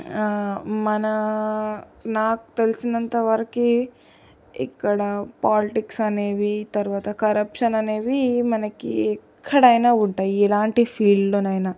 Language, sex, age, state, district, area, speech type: Telugu, female, 18-30, Telangana, Sangareddy, urban, spontaneous